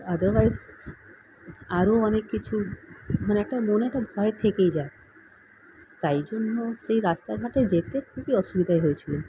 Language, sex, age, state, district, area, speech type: Bengali, female, 30-45, West Bengal, Kolkata, urban, spontaneous